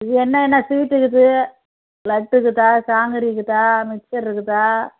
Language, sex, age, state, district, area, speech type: Tamil, female, 60+, Tamil Nadu, Kallakurichi, urban, conversation